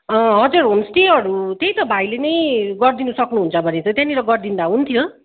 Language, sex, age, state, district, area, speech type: Nepali, female, 30-45, West Bengal, Kalimpong, rural, conversation